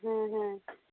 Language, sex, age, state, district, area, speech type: Bengali, female, 30-45, West Bengal, Darjeeling, urban, conversation